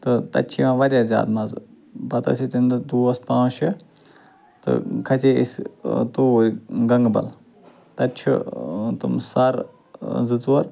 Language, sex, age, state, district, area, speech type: Kashmiri, male, 30-45, Jammu and Kashmir, Ganderbal, rural, spontaneous